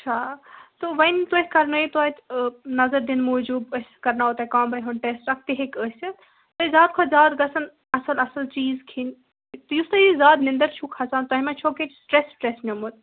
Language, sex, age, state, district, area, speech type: Kashmiri, female, 18-30, Jammu and Kashmir, Baramulla, rural, conversation